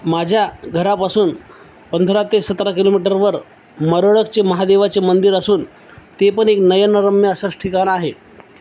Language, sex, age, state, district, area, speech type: Marathi, male, 30-45, Maharashtra, Nanded, urban, spontaneous